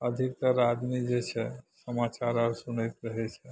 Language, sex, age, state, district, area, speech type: Maithili, male, 60+, Bihar, Madhepura, rural, spontaneous